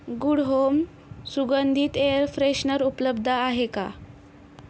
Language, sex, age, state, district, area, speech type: Marathi, female, 60+, Maharashtra, Yavatmal, rural, read